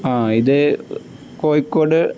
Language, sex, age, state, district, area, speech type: Malayalam, male, 18-30, Kerala, Kozhikode, rural, spontaneous